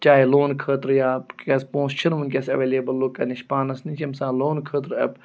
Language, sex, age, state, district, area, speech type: Kashmiri, male, 18-30, Jammu and Kashmir, Budgam, rural, spontaneous